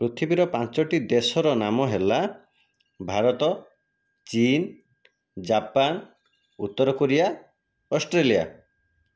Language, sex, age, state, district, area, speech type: Odia, male, 18-30, Odisha, Jajpur, rural, spontaneous